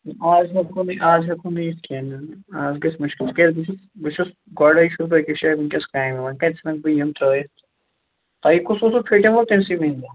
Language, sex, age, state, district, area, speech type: Kashmiri, female, 30-45, Jammu and Kashmir, Kulgam, rural, conversation